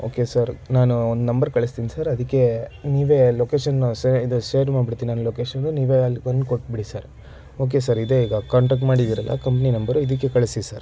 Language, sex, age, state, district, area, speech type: Kannada, male, 18-30, Karnataka, Shimoga, rural, spontaneous